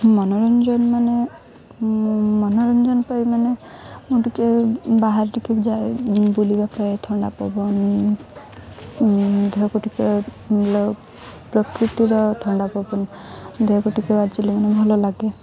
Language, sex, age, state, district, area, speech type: Odia, female, 18-30, Odisha, Malkangiri, urban, spontaneous